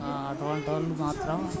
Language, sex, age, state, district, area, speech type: Telugu, male, 60+, Telangana, Hanamkonda, rural, spontaneous